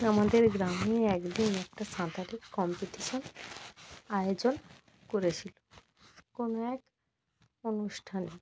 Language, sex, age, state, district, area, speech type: Bengali, female, 18-30, West Bengal, Jalpaiguri, rural, spontaneous